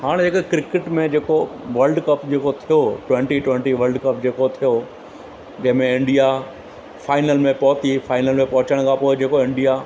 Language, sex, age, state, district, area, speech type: Sindhi, male, 45-60, Gujarat, Surat, urban, spontaneous